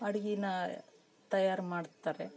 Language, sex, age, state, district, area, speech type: Kannada, female, 30-45, Karnataka, Vijayanagara, rural, spontaneous